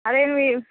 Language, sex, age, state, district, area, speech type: Telugu, female, 30-45, Telangana, Warangal, rural, conversation